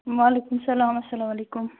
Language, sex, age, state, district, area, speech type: Kashmiri, female, 30-45, Jammu and Kashmir, Bandipora, rural, conversation